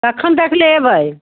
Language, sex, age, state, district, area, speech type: Maithili, female, 45-60, Bihar, Muzaffarpur, rural, conversation